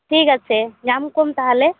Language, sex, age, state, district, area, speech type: Santali, female, 18-30, West Bengal, Purba Bardhaman, rural, conversation